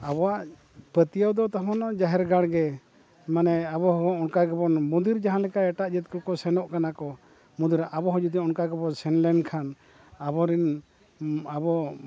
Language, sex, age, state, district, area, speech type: Santali, male, 60+, Odisha, Mayurbhanj, rural, spontaneous